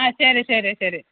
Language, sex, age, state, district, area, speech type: Malayalam, female, 45-60, Kerala, Kottayam, urban, conversation